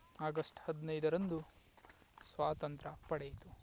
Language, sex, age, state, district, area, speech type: Kannada, male, 18-30, Karnataka, Tumkur, rural, spontaneous